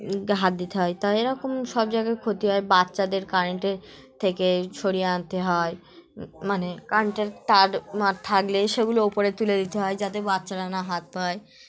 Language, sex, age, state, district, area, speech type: Bengali, female, 18-30, West Bengal, Dakshin Dinajpur, urban, spontaneous